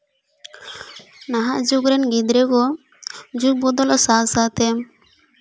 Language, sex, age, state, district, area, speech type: Santali, female, 18-30, West Bengal, Purulia, rural, spontaneous